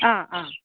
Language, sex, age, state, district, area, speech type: Malayalam, female, 18-30, Kerala, Pathanamthitta, rural, conversation